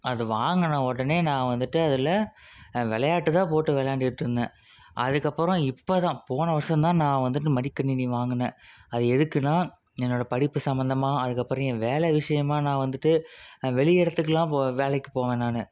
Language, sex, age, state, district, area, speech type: Tamil, male, 18-30, Tamil Nadu, Salem, urban, spontaneous